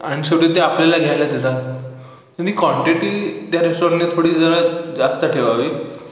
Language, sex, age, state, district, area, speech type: Marathi, male, 18-30, Maharashtra, Sangli, rural, spontaneous